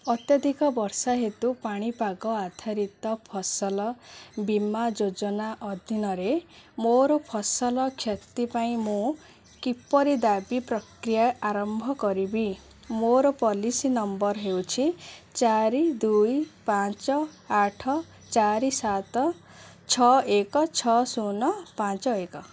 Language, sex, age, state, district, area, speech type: Odia, female, 18-30, Odisha, Sundergarh, urban, read